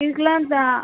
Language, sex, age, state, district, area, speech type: Tamil, female, 18-30, Tamil Nadu, Cuddalore, rural, conversation